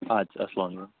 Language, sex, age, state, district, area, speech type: Kashmiri, male, 18-30, Jammu and Kashmir, Kupwara, rural, conversation